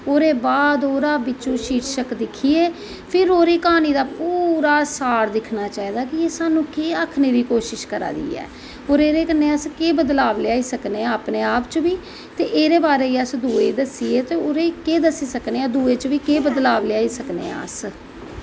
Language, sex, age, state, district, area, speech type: Dogri, female, 45-60, Jammu and Kashmir, Jammu, urban, spontaneous